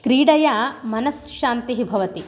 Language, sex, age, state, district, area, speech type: Sanskrit, female, 30-45, Telangana, Mahbubnagar, urban, spontaneous